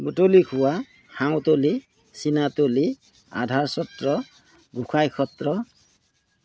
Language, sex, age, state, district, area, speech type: Assamese, male, 60+, Assam, Golaghat, urban, spontaneous